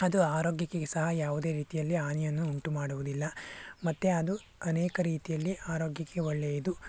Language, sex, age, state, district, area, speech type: Kannada, male, 45-60, Karnataka, Tumkur, rural, spontaneous